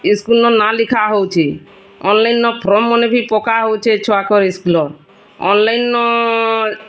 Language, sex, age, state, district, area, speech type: Odia, female, 45-60, Odisha, Bargarh, urban, spontaneous